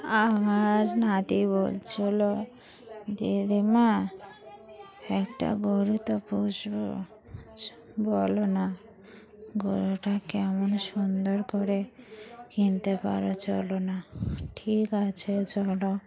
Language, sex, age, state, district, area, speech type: Bengali, female, 45-60, West Bengal, Dakshin Dinajpur, urban, spontaneous